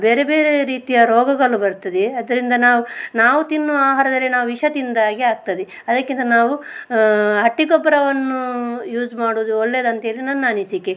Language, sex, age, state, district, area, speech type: Kannada, female, 30-45, Karnataka, Dakshina Kannada, rural, spontaneous